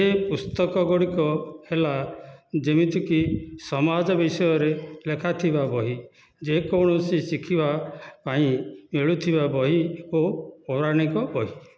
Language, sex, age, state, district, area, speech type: Odia, male, 60+, Odisha, Dhenkanal, rural, spontaneous